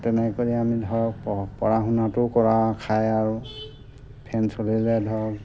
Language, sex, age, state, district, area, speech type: Assamese, male, 45-60, Assam, Golaghat, rural, spontaneous